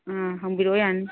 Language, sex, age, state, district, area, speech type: Manipuri, female, 30-45, Manipur, Kangpokpi, urban, conversation